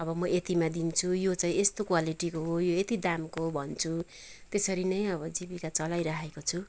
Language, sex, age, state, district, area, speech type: Nepali, female, 45-60, West Bengal, Kalimpong, rural, spontaneous